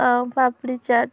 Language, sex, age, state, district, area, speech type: Odia, female, 18-30, Odisha, Bhadrak, rural, spontaneous